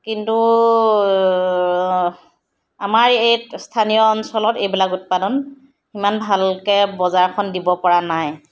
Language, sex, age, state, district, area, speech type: Assamese, female, 60+, Assam, Charaideo, urban, spontaneous